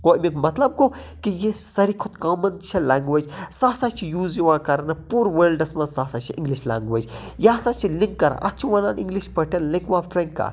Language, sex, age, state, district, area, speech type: Kashmiri, male, 30-45, Jammu and Kashmir, Budgam, rural, spontaneous